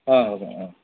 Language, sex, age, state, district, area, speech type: Kannada, male, 30-45, Karnataka, Davanagere, rural, conversation